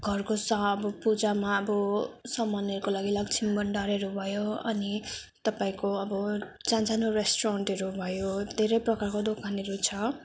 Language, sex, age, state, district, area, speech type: Nepali, female, 18-30, West Bengal, Darjeeling, rural, spontaneous